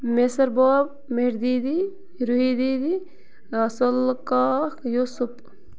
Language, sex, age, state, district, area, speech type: Kashmiri, female, 18-30, Jammu and Kashmir, Bandipora, rural, spontaneous